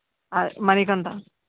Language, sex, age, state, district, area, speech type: Telugu, male, 18-30, Telangana, Vikarabad, urban, conversation